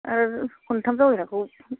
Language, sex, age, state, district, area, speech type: Bodo, female, 45-60, Assam, Kokrajhar, rural, conversation